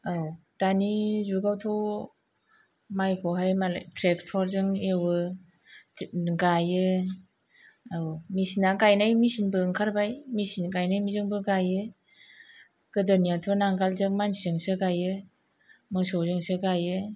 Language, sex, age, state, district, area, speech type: Bodo, female, 45-60, Assam, Kokrajhar, urban, spontaneous